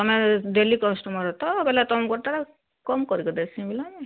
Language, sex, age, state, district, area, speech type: Odia, female, 18-30, Odisha, Bargarh, rural, conversation